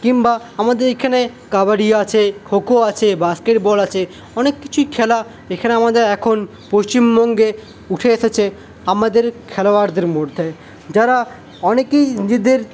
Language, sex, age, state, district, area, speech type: Bengali, male, 18-30, West Bengal, Paschim Bardhaman, rural, spontaneous